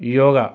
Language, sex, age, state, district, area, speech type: Telugu, male, 45-60, Telangana, Peddapalli, rural, spontaneous